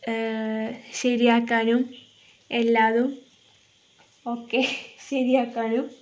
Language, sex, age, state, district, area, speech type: Malayalam, female, 30-45, Kerala, Kozhikode, rural, spontaneous